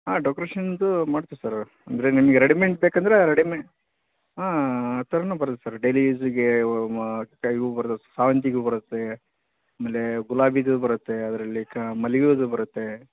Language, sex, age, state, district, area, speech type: Kannada, male, 30-45, Karnataka, Vijayanagara, rural, conversation